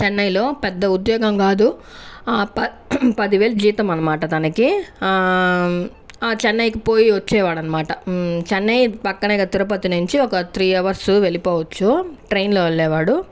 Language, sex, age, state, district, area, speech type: Telugu, female, 30-45, Andhra Pradesh, Sri Balaji, rural, spontaneous